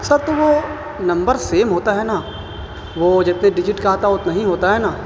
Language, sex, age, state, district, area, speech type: Urdu, male, 18-30, Bihar, Gaya, urban, spontaneous